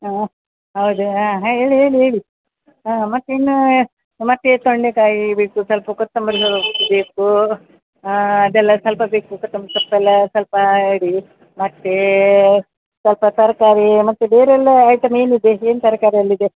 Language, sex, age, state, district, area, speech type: Kannada, female, 60+, Karnataka, Dakshina Kannada, rural, conversation